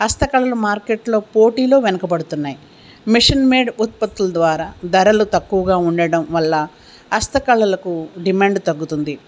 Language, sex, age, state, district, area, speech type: Telugu, female, 60+, Telangana, Hyderabad, urban, spontaneous